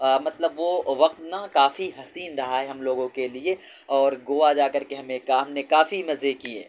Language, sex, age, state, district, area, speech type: Urdu, male, 18-30, Delhi, North West Delhi, urban, spontaneous